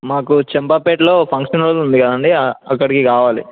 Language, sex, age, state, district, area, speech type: Telugu, male, 18-30, Telangana, Ranga Reddy, urban, conversation